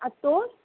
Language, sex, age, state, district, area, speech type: Bengali, female, 60+, West Bengal, Purba Bardhaman, urban, conversation